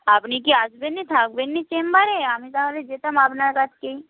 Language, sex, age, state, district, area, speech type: Bengali, female, 30-45, West Bengal, Nadia, rural, conversation